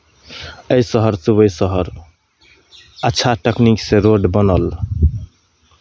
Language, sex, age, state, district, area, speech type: Maithili, male, 30-45, Bihar, Madhepura, urban, spontaneous